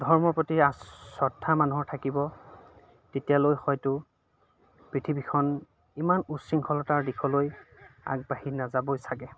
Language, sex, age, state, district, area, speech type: Assamese, male, 30-45, Assam, Dhemaji, urban, spontaneous